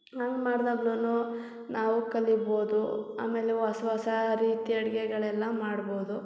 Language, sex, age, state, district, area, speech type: Kannada, female, 30-45, Karnataka, Hassan, urban, spontaneous